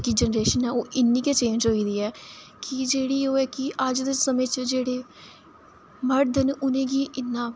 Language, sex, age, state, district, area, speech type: Dogri, female, 18-30, Jammu and Kashmir, Reasi, rural, spontaneous